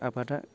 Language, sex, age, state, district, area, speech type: Bodo, male, 30-45, Assam, Baksa, urban, spontaneous